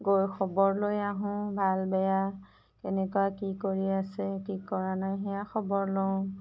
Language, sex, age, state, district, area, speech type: Assamese, female, 30-45, Assam, Golaghat, urban, spontaneous